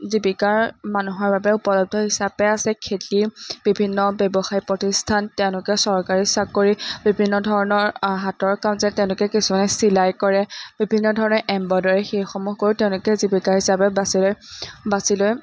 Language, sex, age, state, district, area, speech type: Assamese, female, 18-30, Assam, Majuli, urban, spontaneous